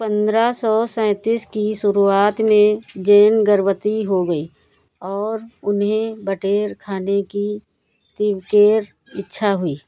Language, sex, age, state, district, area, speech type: Hindi, female, 60+, Uttar Pradesh, Hardoi, rural, read